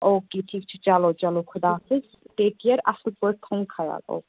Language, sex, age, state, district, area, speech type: Kashmiri, female, 18-30, Jammu and Kashmir, Budgam, rural, conversation